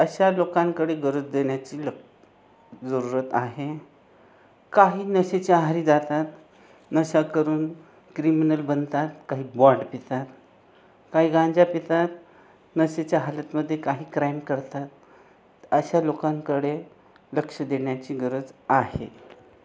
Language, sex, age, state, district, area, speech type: Marathi, other, 30-45, Maharashtra, Buldhana, urban, spontaneous